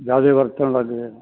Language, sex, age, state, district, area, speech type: Punjabi, male, 60+, Punjab, Mansa, urban, conversation